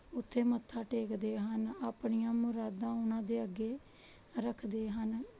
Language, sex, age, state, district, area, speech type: Punjabi, female, 30-45, Punjab, Pathankot, rural, spontaneous